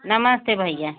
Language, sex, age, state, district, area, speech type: Hindi, female, 60+, Uttar Pradesh, Bhadohi, rural, conversation